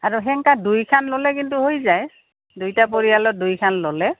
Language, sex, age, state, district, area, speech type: Assamese, female, 60+, Assam, Goalpara, rural, conversation